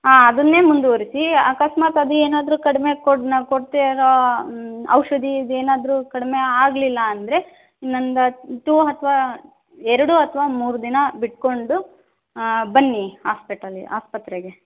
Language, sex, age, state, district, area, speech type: Kannada, female, 18-30, Karnataka, Davanagere, rural, conversation